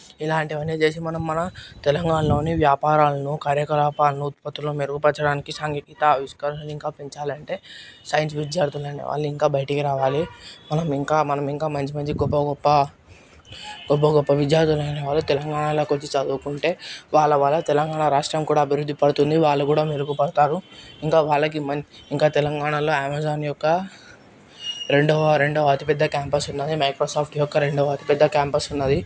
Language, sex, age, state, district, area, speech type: Telugu, male, 18-30, Telangana, Nirmal, urban, spontaneous